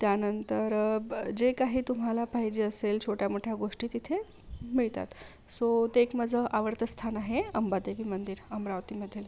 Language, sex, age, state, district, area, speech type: Marathi, female, 30-45, Maharashtra, Amravati, urban, spontaneous